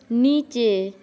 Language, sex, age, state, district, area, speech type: Bengali, female, 18-30, West Bengal, Paschim Medinipur, rural, read